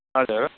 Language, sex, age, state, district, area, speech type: Nepali, male, 45-60, West Bengal, Jalpaiguri, urban, conversation